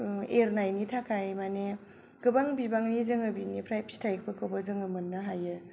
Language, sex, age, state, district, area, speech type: Bodo, female, 18-30, Assam, Kokrajhar, rural, spontaneous